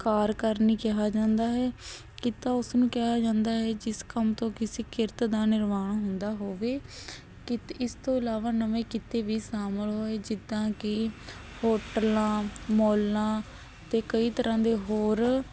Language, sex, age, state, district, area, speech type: Punjabi, female, 18-30, Punjab, Barnala, rural, spontaneous